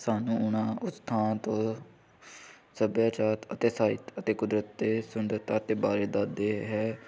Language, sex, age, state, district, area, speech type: Punjabi, male, 18-30, Punjab, Hoshiarpur, rural, spontaneous